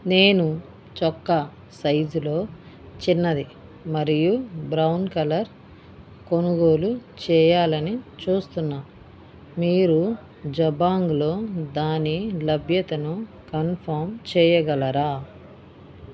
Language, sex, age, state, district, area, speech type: Telugu, female, 45-60, Andhra Pradesh, Bapatla, rural, read